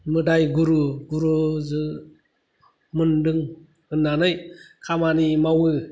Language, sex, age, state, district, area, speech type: Bodo, male, 45-60, Assam, Kokrajhar, rural, spontaneous